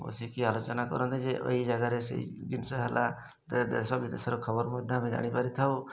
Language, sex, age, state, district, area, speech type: Odia, male, 45-60, Odisha, Mayurbhanj, rural, spontaneous